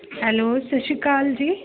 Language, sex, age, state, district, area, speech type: Punjabi, female, 18-30, Punjab, Fatehgarh Sahib, urban, conversation